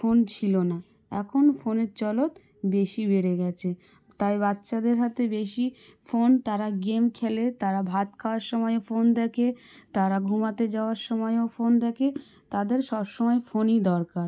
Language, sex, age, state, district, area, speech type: Bengali, female, 18-30, West Bengal, South 24 Parganas, rural, spontaneous